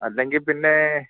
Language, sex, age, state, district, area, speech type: Malayalam, male, 45-60, Kerala, Thiruvananthapuram, rural, conversation